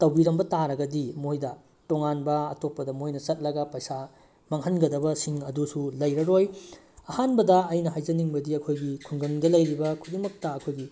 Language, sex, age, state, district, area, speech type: Manipuri, male, 18-30, Manipur, Bishnupur, rural, spontaneous